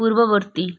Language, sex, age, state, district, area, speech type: Odia, female, 30-45, Odisha, Malkangiri, urban, read